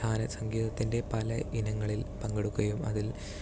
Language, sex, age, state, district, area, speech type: Malayalam, male, 18-30, Kerala, Malappuram, rural, spontaneous